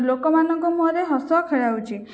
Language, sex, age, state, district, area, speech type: Odia, female, 18-30, Odisha, Jajpur, rural, spontaneous